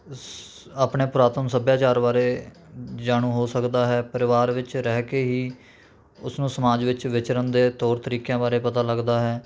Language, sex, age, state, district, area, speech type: Punjabi, male, 18-30, Punjab, Rupnagar, rural, spontaneous